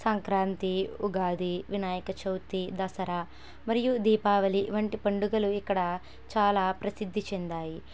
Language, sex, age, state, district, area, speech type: Telugu, female, 18-30, Andhra Pradesh, N T Rama Rao, urban, spontaneous